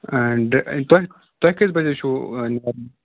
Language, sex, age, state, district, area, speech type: Kashmiri, male, 18-30, Jammu and Kashmir, Kupwara, rural, conversation